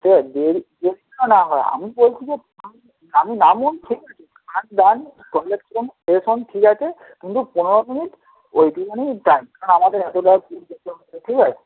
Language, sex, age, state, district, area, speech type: Bengali, male, 18-30, West Bengal, Darjeeling, rural, conversation